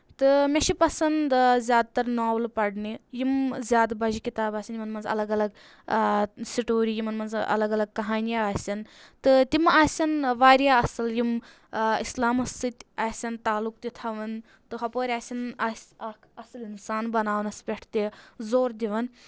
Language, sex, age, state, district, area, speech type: Kashmiri, female, 18-30, Jammu and Kashmir, Anantnag, rural, spontaneous